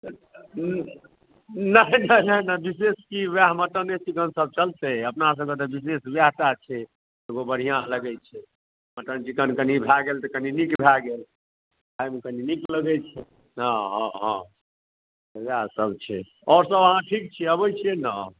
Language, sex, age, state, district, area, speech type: Maithili, male, 30-45, Bihar, Darbhanga, rural, conversation